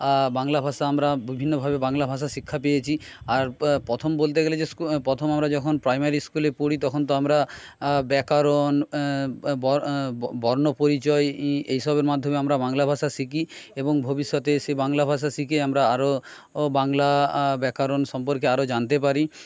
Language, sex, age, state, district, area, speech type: Bengali, male, 30-45, West Bengal, Jhargram, rural, spontaneous